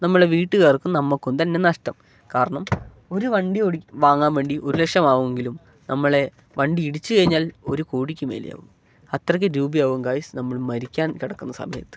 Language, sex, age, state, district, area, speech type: Malayalam, male, 18-30, Kerala, Wayanad, rural, spontaneous